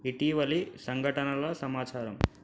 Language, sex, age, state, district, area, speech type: Telugu, male, 18-30, Telangana, Nalgonda, urban, read